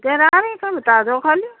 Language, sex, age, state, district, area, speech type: Urdu, female, 45-60, Uttar Pradesh, Rampur, urban, conversation